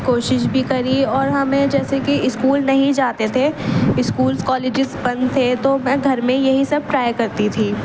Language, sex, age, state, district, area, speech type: Urdu, female, 18-30, Delhi, East Delhi, urban, spontaneous